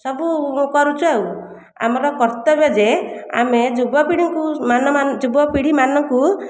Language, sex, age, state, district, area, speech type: Odia, female, 60+, Odisha, Khordha, rural, spontaneous